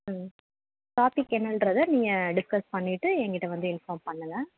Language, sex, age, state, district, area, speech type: Tamil, female, 18-30, Tamil Nadu, Tiruvallur, urban, conversation